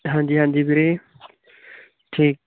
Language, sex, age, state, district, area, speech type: Punjabi, male, 18-30, Punjab, Patiala, rural, conversation